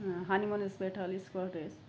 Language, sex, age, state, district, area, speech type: Bengali, female, 45-60, West Bengal, Uttar Dinajpur, urban, spontaneous